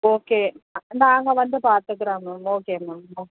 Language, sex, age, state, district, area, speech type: Tamil, female, 45-60, Tamil Nadu, Mayiladuthurai, rural, conversation